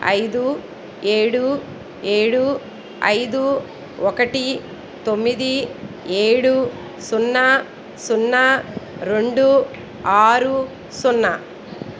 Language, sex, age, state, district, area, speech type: Telugu, female, 60+, Andhra Pradesh, Eluru, urban, read